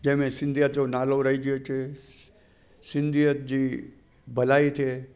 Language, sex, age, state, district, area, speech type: Sindhi, male, 60+, Gujarat, Junagadh, rural, spontaneous